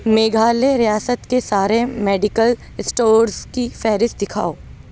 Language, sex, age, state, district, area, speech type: Urdu, female, 30-45, Uttar Pradesh, Aligarh, urban, read